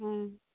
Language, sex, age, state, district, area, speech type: Santali, female, 45-60, West Bengal, Bankura, rural, conversation